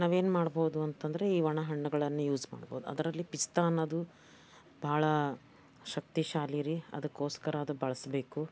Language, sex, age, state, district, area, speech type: Kannada, female, 60+, Karnataka, Bidar, urban, spontaneous